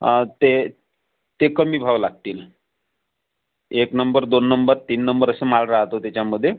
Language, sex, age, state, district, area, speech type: Marathi, male, 45-60, Maharashtra, Amravati, rural, conversation